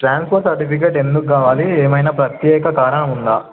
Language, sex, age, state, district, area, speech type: Telugu, male, 18-30, Telangana, Nizamabad, urban, conversation